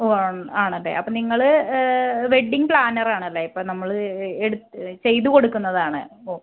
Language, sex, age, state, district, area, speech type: Malayalam, female, 30-45, Kerala, Ernakulam, rural, conversation